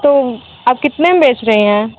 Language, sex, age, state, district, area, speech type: Hindi, female, 18-30, Uttar Pradesh, Mirzapur, urban, conversation